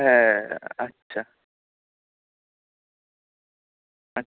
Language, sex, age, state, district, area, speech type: Bengali, male, 30-45, West Bengal, Howrah, urban, conversation